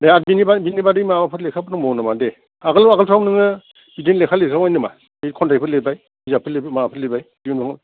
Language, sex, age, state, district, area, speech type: Bodo, male, 60+, Assam, Kokrajhar, rural, conversation